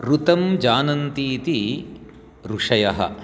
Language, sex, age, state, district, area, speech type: Sanskrit, male, 60+, Karnataka, Shimoga, urban, spontaneous